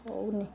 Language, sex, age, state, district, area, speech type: Odia, female, 18-30, Odisha, Cuttack, urban, spontaneous